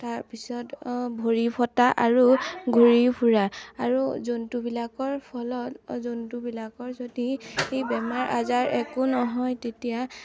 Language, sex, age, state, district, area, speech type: Assamese, female, 18-30, Assam, Majuli, urban, spontaneous